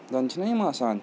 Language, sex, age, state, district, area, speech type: Kashmiri, male, 18-30, Jammu and Kashmir, Srinagar, urban, spontaneous